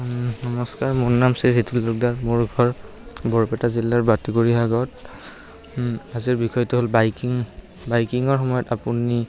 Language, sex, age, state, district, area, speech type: Assamese, male, 18-30, Assam, Barpeta, rural, spontaneous